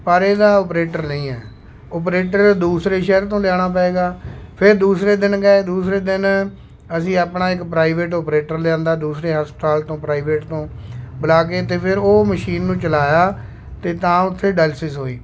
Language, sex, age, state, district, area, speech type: Punjabi, male, 45-60, Punjab, Shaheed Bhagat Singh Nagar, rural, spontaneous